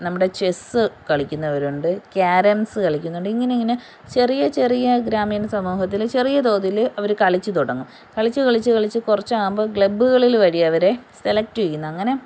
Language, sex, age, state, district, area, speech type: Malayalam, female, 30-45, Kerala, Kollam, rural, spontaneous